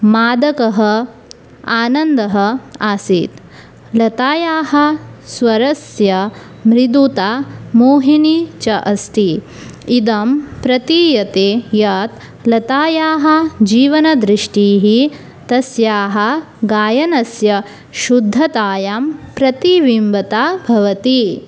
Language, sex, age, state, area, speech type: Sanskrit, female, 18-30, Tripura, rural, spontaneous